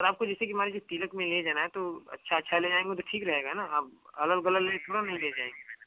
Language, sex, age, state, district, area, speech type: Hindi, male, 18-30, Uttar Pradesh, Chandauli, rural, conversation